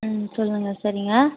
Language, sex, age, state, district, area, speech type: Tamil, female, 18-30, Tamil Nadu, Tirupattur, urban, conversation